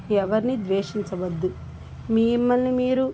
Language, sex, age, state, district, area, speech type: Telugu, female, 60+, Andhra Pradesh, Bapatla, urban, spontaneous